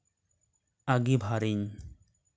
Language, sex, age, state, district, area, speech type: Santali, male, 18-30, West Bengal, Bankura, rural, spontaneous